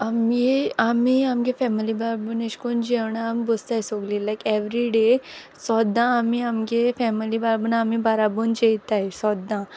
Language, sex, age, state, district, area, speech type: Goan Konkani, female, 18-30, Goa, Quepem, rural, spontaneous